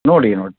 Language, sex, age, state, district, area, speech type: Kannada, male, 45-60, Karnataka, Shimoga, rural, conversation